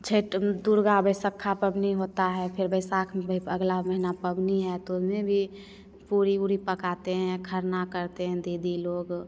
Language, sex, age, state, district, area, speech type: Hindi, female, 30-45, Bihar, Begusarai, urban, spontaneous